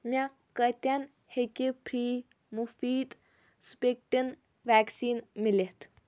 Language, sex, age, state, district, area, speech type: Kashmiri, female, 18-30, Jammu and Kashmir, Anantnag, rural, read